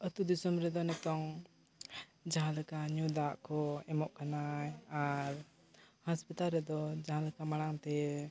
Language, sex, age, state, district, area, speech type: Santali, male, 18-30, Jharkhand, Seraikela Kharsawan, rural, spontaneous